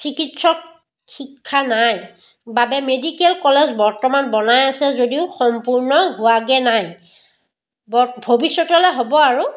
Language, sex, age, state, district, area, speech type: Assamese, female, 45-60, Assam, Biswanath, rural, spontaneous